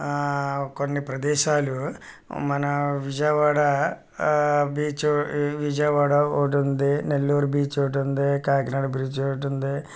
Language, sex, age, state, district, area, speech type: Telugu, male, 45-60, Andhra Pradesh, Kakinada, urban, spontaneous